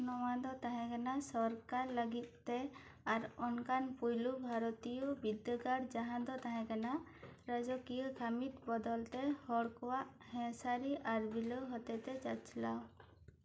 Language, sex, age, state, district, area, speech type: Santali, female, 18-30, West Bengal, Bankura, rural, read